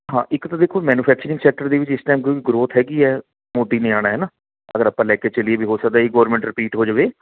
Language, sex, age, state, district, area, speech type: Punjabi, male, 45-60, Punjab, Patiala, urban, conversation